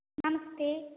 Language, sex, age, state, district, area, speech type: Sanskrit, female, 18-30, Kerala, Malappuram, urban, conversation